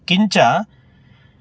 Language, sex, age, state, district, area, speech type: Sanskrit, male, 18-30, Karnataka, Bangalore Rural, urban, spontaneous